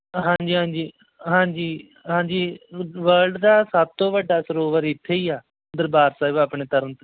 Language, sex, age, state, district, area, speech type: Punjabi, male, 18-30, Punjab, Tarn Taran, rural, conversation